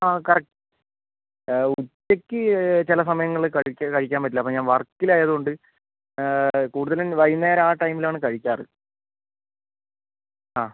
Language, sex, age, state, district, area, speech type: Malayalam, female, 45-60, Kerala, Kozhikode, urban, conversation